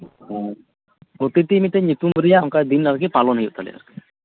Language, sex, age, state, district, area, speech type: Santali, male, 18-30, West Bengal, Birbhum, rural, conversation